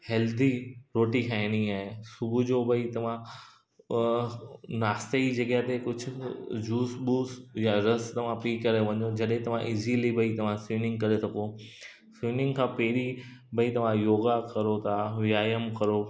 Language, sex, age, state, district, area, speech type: Sindhi, male, 30-45, Gujarat, Kutch, rural, spontaneous